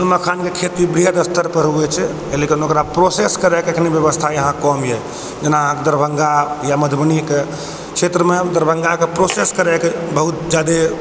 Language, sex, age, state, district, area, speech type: Maithili, male, 30-45, Bihar, Purnia, rural, spontaneous